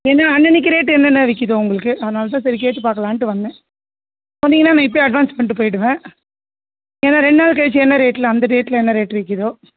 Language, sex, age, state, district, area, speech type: Tamil, female, 30-45, Tamil Nadu, Tiruvallur, urban, conversation